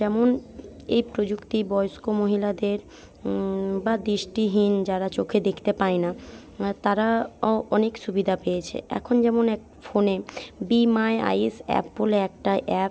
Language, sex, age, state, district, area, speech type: Bengali, female, 60+, West Bengal, Jhargram, rural, spontaneous